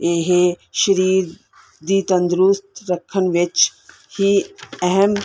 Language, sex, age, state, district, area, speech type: Punjabi, female, 30-45, Punjab, Mansa, urban, spontaneous